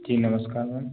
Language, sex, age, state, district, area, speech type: Hindi, male, 18-30, Madhya Pradesh, Gwalior, rural, conversation